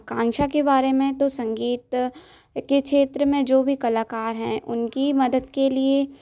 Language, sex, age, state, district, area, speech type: Hindi, female, 18-30, Madhya Pradesh, Hoshangabad, urban, spontaneous